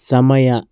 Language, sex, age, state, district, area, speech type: Kannada, male, 18-30, Karnataka, Bidar, urban, read